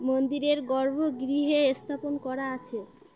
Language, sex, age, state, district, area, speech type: Bengali, female, 18-30, West Bengal, Birbhum, urban, read